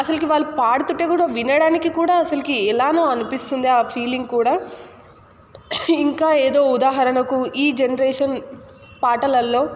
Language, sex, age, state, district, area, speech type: Telugu, female, 18-30, Telangana, Nalgonda, urban, spontaneous